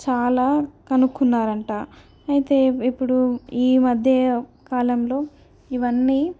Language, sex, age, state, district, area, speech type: Telugu, female, 18-30, Telangana, Ranga Reddy, rural, spontaneous